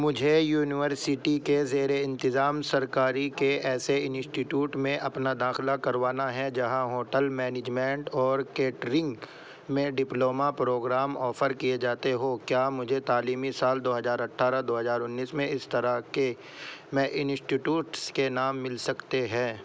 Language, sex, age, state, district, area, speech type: Urdu, male, 18-30, Uttar Pradesh, Saharanpur, urban, read